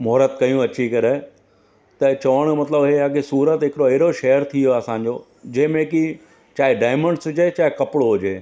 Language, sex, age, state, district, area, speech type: Sindhi, male, 45-60, Gujarat, Surat, urban, spontaneous